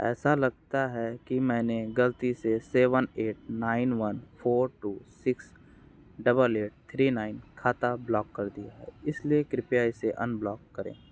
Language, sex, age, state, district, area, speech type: Hindi, male, 30-45, Uttar Pradesh, Mirzapur, urban, read